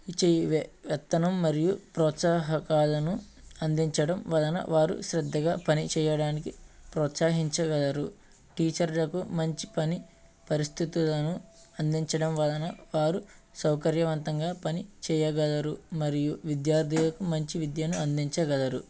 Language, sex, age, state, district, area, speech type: Telugu, male, 30-45, Andhra Pradesh, Eluru, rural, spontaneous